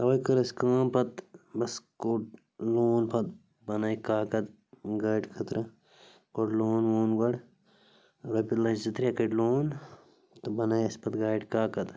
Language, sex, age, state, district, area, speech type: Kashmiri, male, 30-45, Jammu and Kashmir, Bandipora, rural, spontaneous